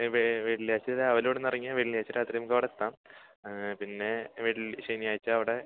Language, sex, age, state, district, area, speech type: Malayalam, male, 18-30, Kerala, Thrissur, rural, conversation